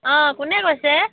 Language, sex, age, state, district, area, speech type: Assamese, female, 30-45, Assam, Tinsukia, urban, conversation